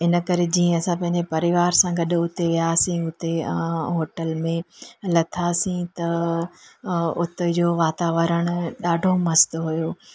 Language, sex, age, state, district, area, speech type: Sindhi, female, 45-60, Gujarat, Junagadh, urban, spontaneous